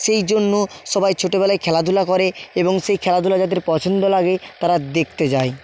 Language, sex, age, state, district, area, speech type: Bengali, male, 30-45, West Bengal, Purba Medinipur, rural, spontaneous